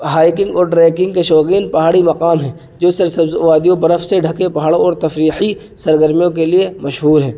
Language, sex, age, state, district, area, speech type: Urdu, male, 18-30, Uttar Pradesh, Saharanpur, urban, spontaneous